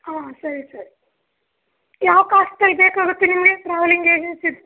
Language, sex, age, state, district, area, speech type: Kannada, female, 18-30, Karnataka, Chamarajanagar, rural, conversation